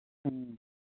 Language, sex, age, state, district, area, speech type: Manipuri, male, 45-60, Manipur, Imphal East, rural, conversation